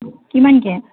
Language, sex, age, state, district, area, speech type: Assamese, female, 18-30, Assam, Kamrup Metropolitan, urban, conversation